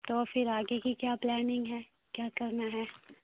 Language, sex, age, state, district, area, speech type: Urdu, female, 18-30, Bihar, Khagaria, rural, conversation